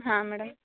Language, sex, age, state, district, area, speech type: Kannada, female, 30-45, Karnataka, Uttara Kannada, rural, conversation